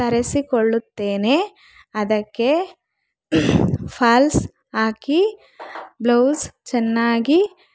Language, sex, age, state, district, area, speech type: Kannada, female, 45-60, Karnataka, Bangalore Rural, rural, spontaneous